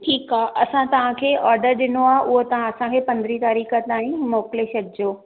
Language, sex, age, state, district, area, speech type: Sindhi, female, 30-45, Maharashtra, Thane, urban, conversation